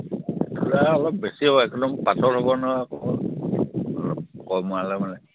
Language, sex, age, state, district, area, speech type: Assamese, male, 45-60, Assam, Sivasagar, rural, conversation